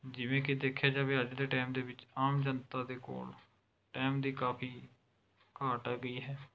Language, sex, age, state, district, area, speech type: Punjabi, male, 18-30, Punjab, Rupnagar, rural, spontaneous